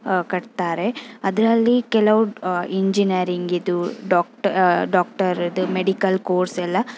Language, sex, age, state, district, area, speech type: Kannada, female, 30-45, Karnataka, Shimoga, rural, spontaneous